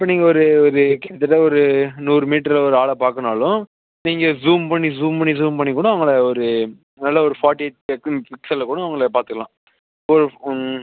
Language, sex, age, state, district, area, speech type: Tamil, male, 18-30, Tamil Nadu, Viluppuram, urban, conversation